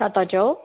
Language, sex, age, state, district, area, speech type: Sindhi, female, 30-45, Maharashtra, Thane, urban, conversation